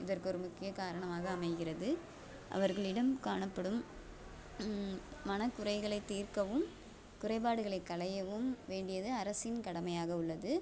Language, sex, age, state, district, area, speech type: Tamil, female, 30-45, Tamil Nadu, Thanjavur, urban, spontaneous